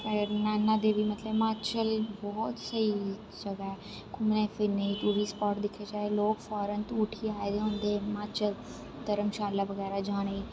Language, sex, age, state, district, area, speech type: Dogri, female, 18-30, Jammu and Kashmir, Reasi, urban, spontaneous